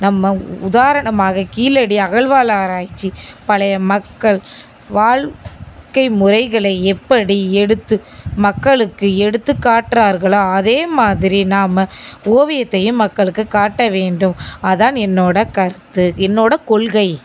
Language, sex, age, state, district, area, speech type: Tamil, female, 18-30, Tamil Nadu, Sivaganga, rural, spontaneous